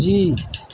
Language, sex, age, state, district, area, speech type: Urdu, male, 60+, Bihar, Madhubani, rural, spontaneous